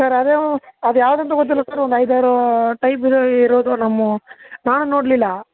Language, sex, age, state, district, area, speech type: Kannada, male, 18-30, Karnataka, Chamarajanagar, rural, conversation